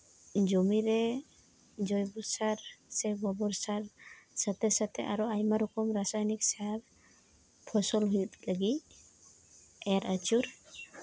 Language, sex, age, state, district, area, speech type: Santali, female, 18-30, West Bengal, Uttar Dinajpur, rural, spontaneous